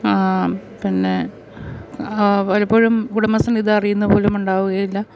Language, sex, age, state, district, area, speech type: Malayalam, female, 45-60, Kerala, Pathanamthitta, rural, spontaneous